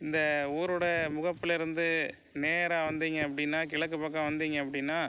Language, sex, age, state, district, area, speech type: Tamil, male, 45-60, Tamil Nadu, Pudukkottai, rural, spontaneous